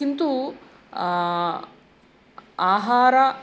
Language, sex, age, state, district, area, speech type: Sanskrit, female, 45-60, Andhra Pradesh, East Godavari, urban, spontaneous